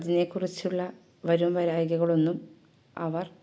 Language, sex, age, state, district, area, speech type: Malayalam, female, 30-45, Kerala, Kasaragod, urban, spontaneous